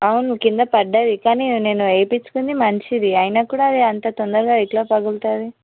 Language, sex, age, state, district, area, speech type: Telugu, female, 18-30, Telangana, Ranga Reddy, urban, conversation